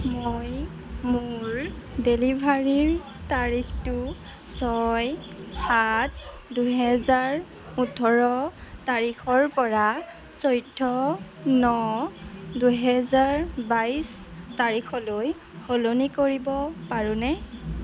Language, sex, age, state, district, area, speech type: Assamese, female, 18-30, Assam, Jorhat, urban, read